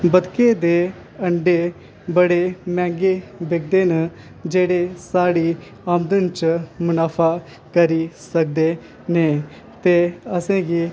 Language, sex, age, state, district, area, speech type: Dogri, male, 18-30, Jammu and Kashmir, Kathua, rural, spontaneous